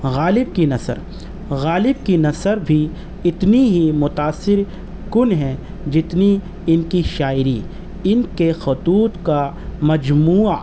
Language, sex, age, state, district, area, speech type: Urdu, male, 30-45, Delhi, East Delhi, urban, spontaneous